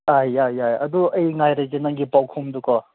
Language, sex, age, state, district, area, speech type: Manipuri, male, 18-30, Manipur, Senapati, rural, conversation